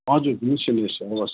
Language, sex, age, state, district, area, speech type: Nepali, male, 60+, West Bengal, Kalimpong, rural, conversation